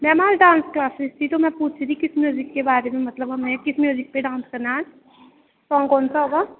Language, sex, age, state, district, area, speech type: Dogri, female, 18-30, Jammu and Kashmir, Kathua, rural, conversation